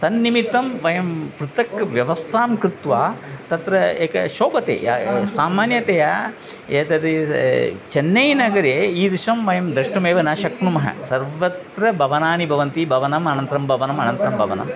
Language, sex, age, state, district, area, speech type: Sanskrit, male, 60+, Tamil Nadu, Thanjavur, urban, spontaneous